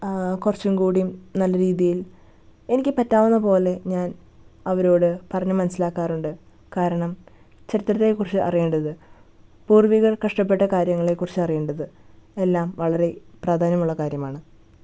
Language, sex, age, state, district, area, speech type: Malayalam, female, 18-30, Kerala, Thrissur, rural, spontaneous